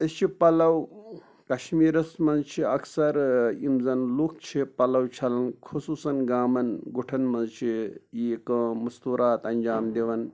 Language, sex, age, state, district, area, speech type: Kashmiri, male, 45-60, Jammu and Kashmir, Anantnag, rural, spontaneous